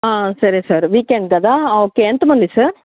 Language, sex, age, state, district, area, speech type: Telugu, female, 30-45, Andhra Pradesh, Sri Balaji, rural, conversation